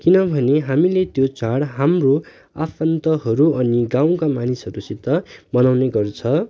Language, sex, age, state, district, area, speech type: Nepali, male, 18-30, West Bengal, Darjeeling, rural, spontaneous